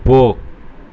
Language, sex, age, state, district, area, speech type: Tamil, male, 30-45, Tamil Nadu, Erode, rural, read